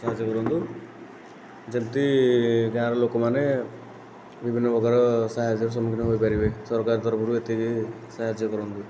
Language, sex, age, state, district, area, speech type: Odia, male, 18-30, Odisha, Nayagarh, rural, spontaneous